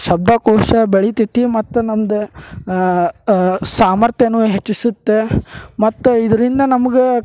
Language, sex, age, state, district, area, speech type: Kannada, male, 30-45, Karnataka, Gadag, rural, spontaneous